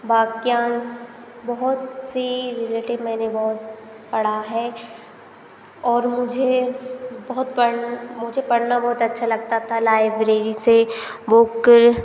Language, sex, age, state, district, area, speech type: Hindi, female, 18-30, Madhya Pradesh, Hoshangabad, rural, spontaneous